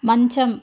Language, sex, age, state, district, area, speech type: Telugu, female, 18-30, Andhra Pradesh, Visakhapatnam, urban, read